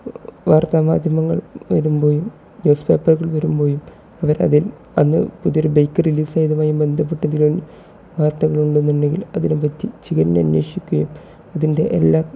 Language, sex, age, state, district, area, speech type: Malayalam, male, 18-30, Kerala, Kozhikode, rural, spontaneous